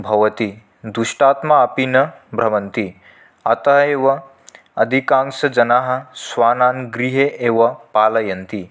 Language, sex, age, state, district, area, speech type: Sanskrit, male, 18-30, Manipur, Kangpokpi, rural, spontaneous